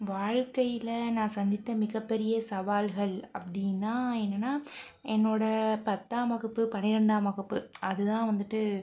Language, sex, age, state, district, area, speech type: Tamil, female, 45-60, Tamil Nadu, Pudukkottai, urban, spontaneous